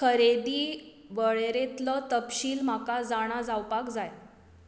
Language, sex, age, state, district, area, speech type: Goan Konkani, female, 30-45, Goa, Tiswadi, rural, read